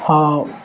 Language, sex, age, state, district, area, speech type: Odia, male, 18-30, Odisha, Bargarh, urban, spontaneous